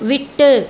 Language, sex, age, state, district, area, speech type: Tamil, female, 30-45, Tamil Nadu, Cuddalore, urban, read